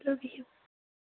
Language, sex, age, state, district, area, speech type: Kashmiri, female, 18-30, Jammu and Kashmir, Kulgam, rural, conversation